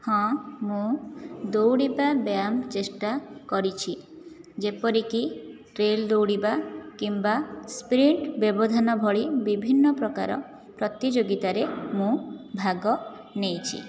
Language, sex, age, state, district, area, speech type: Odia, female, 18-30, Odisha, Jajpur, rural, spontaneous